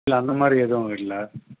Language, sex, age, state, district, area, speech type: Tamil, male, 30-45, Tamil Nadu, Salem, urban, conversation